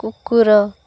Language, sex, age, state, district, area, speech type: Odia, female, 18-30, Odisha, Balasore, rural, read